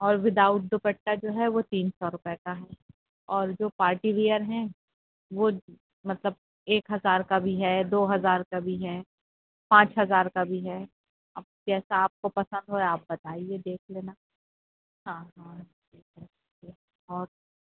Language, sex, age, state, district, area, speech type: Urdu, female, 45-60, Uttar Pradesh, Rampur, urban, conversation